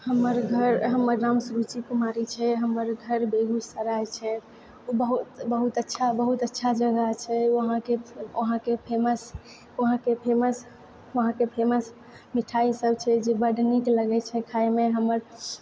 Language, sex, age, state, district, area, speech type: Maithili, female, 18-30, Bihar, Purnia, rural, spontaneous